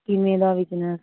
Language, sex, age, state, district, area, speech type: Punjabi, female, 30-45, Punjab, Patiala, urban, conversation